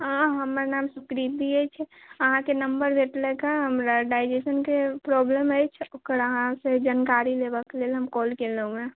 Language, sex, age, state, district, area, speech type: Maithili, female, 18-30, Bihar, Sitamarhi, urban, conversation